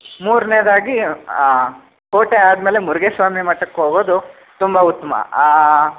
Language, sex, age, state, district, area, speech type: Kannada, male, 18-30, Karnataka, Chitradurga, urban, conversation